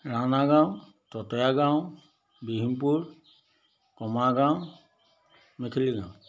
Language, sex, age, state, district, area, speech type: Assamese, male, 60+, Assam, Majuli, urban, spontaneous